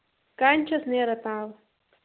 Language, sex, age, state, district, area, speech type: Kashmiri, female, 18-30, Jammu and Kashmir, Bandipora, rural, conversation